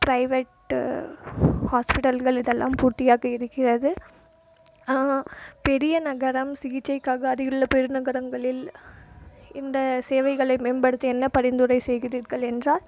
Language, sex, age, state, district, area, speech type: Tamil, female, 18-30, Tamil Nadu, Krishnagiri, rural, spontaneous